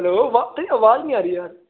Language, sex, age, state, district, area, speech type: Punjabi, male, 18-30, Punjab, Fazilka, urban, conversation